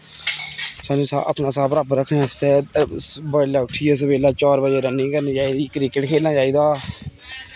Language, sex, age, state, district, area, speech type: Dogri, male, 18-30, Jammu and Kashmir, Kathua, rural, spontaneous